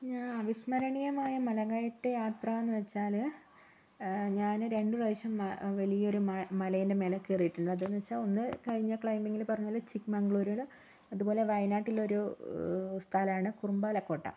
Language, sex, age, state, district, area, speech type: Malayalam, female, 30-45, Kerala, Wayanad, rural, spontaneous